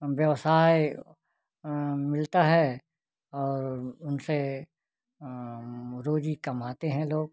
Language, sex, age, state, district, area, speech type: Hindi, male, 60+, Uttar Pradesh, Ghazipur, rural, spontaneous